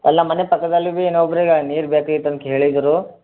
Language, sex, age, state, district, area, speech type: Kannada, male, 18-30, Karnataka, Gulbarga, urban, conversation